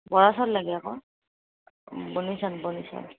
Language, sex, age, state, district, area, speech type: Assamese, female, 30-45, Assam, Darrang, rural, conversation